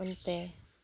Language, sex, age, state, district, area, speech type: Santali, female, 45-60, West Bengal, Uttar Dinajpur, rural, spontaneous